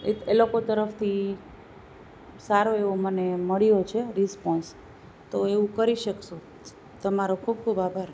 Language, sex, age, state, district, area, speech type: Gujarati, female, 30-45, Gujarat, Rajkot, rural, spontaneous